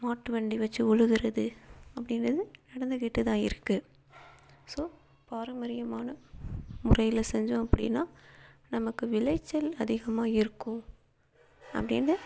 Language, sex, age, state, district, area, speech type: Tamil, female, 18-30, Tamil Nadu, Perambalur, rural, spontaneous